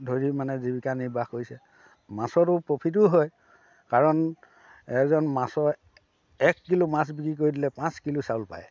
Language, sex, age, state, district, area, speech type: Assamese, male, 60+, Assam, Dhemaji, rural, spontaneous